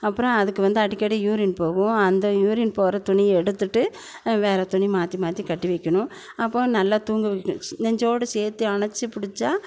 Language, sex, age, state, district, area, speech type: Tamil, female, 60+, Tamil Nadu, Erode, rural, spontaneous